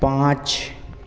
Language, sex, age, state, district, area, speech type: Hindi, male, 18-30, Madhya Pradesh, Seoni, urban, read